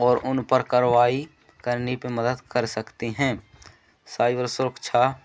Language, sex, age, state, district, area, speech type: Hindi, male, 18-30, Madhya Pradesh, Seoni, urban, spontaneous